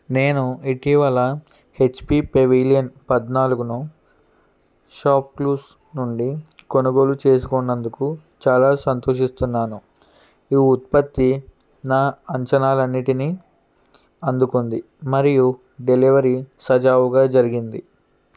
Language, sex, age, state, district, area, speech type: Telugu, male, 18-30, Andhra Pradesh, N T Rama Rao, rural, read